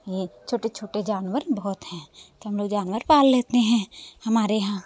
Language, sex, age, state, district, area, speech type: Hindi, female, 45-60, Uttar Pradesh, Hardoi, rural, spontaneous